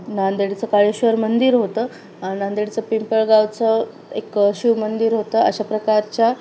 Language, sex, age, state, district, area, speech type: Marathi, female, 30-45, Maharashtra, Nanded, rural, spontaneous